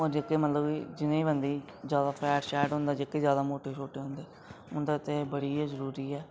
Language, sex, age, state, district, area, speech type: Dogri, male, 18-30, Jammu and Kashmir, Reasi, rural, spontaneous